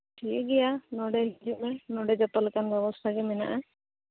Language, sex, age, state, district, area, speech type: Santali, female, 18-30, West Bengal, Birbhum, rural, conversation